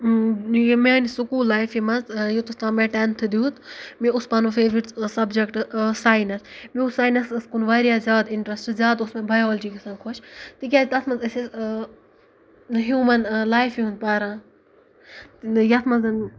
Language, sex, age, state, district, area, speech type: Kashmiri, female, 18-30, Jammu and Kashmir, Ganderbal, rural, spontaneous